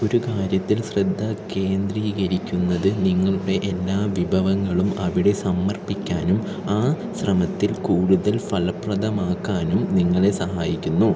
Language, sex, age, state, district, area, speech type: Malayalam, male, 18-30, Kerala, Palakkad, urban, read